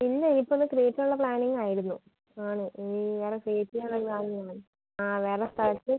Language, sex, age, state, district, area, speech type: Malayalam, female, 45-60, Kerala, Wayanad, rural, conversation